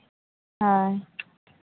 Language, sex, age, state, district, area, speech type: Santali, female, 30-45, Jharkhand, East Singhbhum, rural, conversation